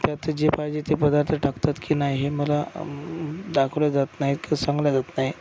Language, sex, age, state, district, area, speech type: Marathi, male, 45-60, Maharashtra, Akola, urban, spontaneous